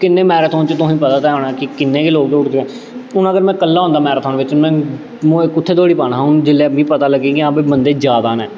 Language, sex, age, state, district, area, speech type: Dogri, male, 18-30, Jammu and Kashmir, Jammu, urban, spontaneous